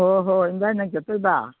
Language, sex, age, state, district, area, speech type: Manipuri, female, 60+, Manipur, Imphal East, urban, conversation